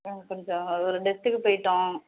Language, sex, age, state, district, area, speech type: Tamil, female, 18-30, Tamil Nadu, Thanjavur, urban, conversation